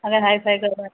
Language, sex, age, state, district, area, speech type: Hindi, female, 30-45, Uttar Pradesh, Ghazipur, rural, conversation